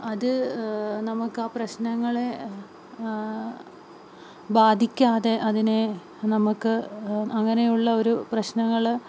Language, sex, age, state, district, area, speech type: Malayalam, female, 30-45, Kerala, Palakkad, rural, spontaneous